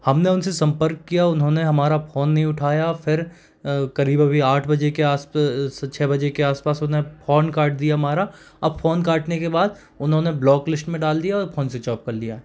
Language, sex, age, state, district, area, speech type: Hindi, male, 18-30, Madhya Pradesh, Bhopal, urban, spontaneous